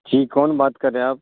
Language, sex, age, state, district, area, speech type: Urdu, male, 30-45, Bihar, Supaul, urban, conversation